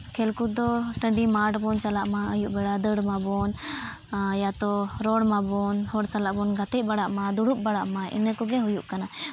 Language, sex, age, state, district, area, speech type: Santali, female, 18-30, Jharkhand, East Singhbhum, rural, spontaneous